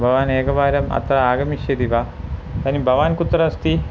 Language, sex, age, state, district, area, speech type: Sanskrit, male, 45-60, Kerala, Thiruvananthapuram, urban, spontaneous